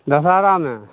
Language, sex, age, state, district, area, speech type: Maithili, male, 45-60, Bihar, Samastipur, urban, conversation